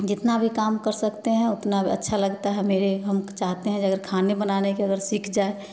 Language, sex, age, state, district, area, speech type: Hindi, female, 30-45, Bihar, Samastipur, rural, spontaneous